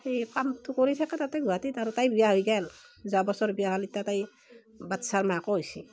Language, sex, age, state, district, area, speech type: Assamese, female, 45-60, Assam, Barpeta, rural, spontaneous